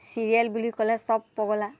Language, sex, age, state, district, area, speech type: Assamese, female, 18-30, Assam, Lakhimpur, urban, spontaneous